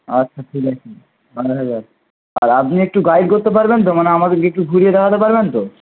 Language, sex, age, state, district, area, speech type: Bengali, male, 45-60, West Bengal, Paschim Medinipur, rural, conversation